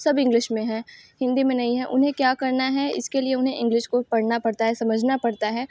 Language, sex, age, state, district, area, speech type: Hindi, female, 18-30, Uttar Pradesh, Bhadohi, rural, spontaneous